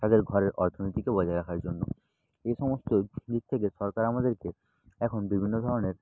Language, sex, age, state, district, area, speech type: Bengali, male, 18-30, West Bengal, South 24 Parganas, rural, spontaneous